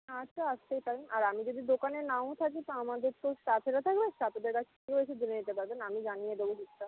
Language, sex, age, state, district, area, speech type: Bengali, female, 30-45, West Bengal, Jhargram, rural, conversation